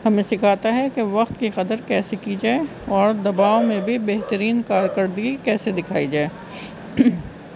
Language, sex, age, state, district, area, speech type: Urdu, female, 45-60, Uttar Pradesh, Rampur, urban, spontaneous